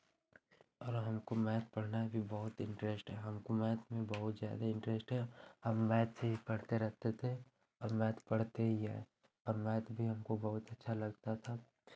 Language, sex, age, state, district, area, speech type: Hindi, male, 18-30, Uttar Pradesh, Chandauli, urban, spontaneous